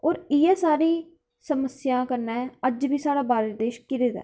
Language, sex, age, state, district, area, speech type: Dogri, female, 18-30, Jammu and Kashmir, Kathua, rural, spontaneous